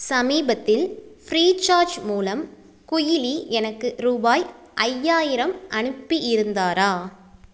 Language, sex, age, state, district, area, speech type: Tamil, female, 30-45, Tamil Nadu, Mayiladuthurai, rural, read